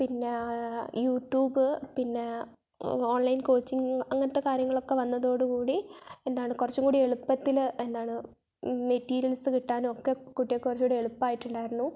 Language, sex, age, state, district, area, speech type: Malayalam, female, 18-30, Kerala, Wayanad, rural, spontaneous